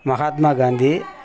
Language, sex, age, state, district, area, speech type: Tamil, male, 60+, Tamil Nadu, Thanjavur, rural, spontaneous